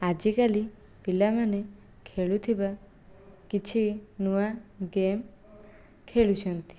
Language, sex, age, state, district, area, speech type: Odia, female, 18-30, Odisha, Jajpur, rural, spontaneous